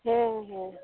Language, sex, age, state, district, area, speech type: Santali, female, 30-45, West Bengal, Uttar Dinajpur, rural, conversation